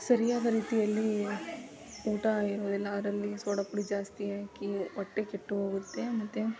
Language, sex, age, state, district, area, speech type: Kannada, female, 18-30, Karnataka, Koppal, rural, spontaneous